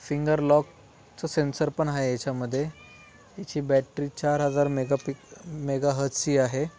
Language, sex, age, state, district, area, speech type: Marathi, male, 30-45, Maharashtra, Thane, urban, spontaneous